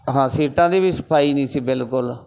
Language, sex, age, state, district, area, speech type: Punjabi, male, 45-60, Punjab, Bathinda, rural, spontaneous